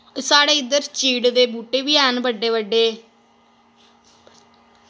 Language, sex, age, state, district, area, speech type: Dogri, female, 18-30, Jammu and Kashmir, Samba, rural, spontaneous